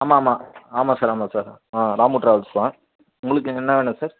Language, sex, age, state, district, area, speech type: Tamil, male, 45-60, Tamil Nadu, Sivaganga, rural, conversation